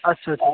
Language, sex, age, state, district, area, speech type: Hindi, male, 18-30, Bihar, Darbhanga, rural, conversation